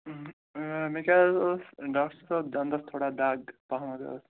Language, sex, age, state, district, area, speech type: Kashmiri, male, 18-30, Jammu and Kashmir, Ganderbal, rural, conversation